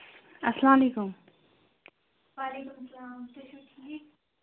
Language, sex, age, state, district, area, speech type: Kashmiri, female, 18-30, Jammu and Kashmir, Baramulla, rural, conversation